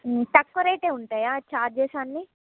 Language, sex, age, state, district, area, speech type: Telugu, female, 30-45, Andhra Pradesh, Srikakulam, urban, conversation